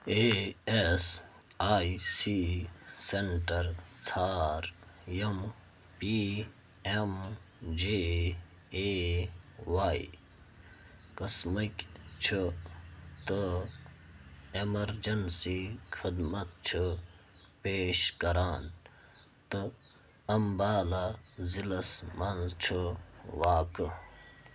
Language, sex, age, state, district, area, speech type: Kashmiri, male, 30-45, Jammu and Kashmir, Bandipora, rural, read